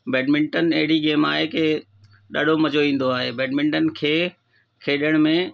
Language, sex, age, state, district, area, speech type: Sindhi, male, 45-60, Delhi, South Delhi, urban, spontaneous